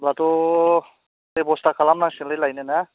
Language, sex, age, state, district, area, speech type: Bodo, male, 18-30, Assam, Chirang, rural, conversation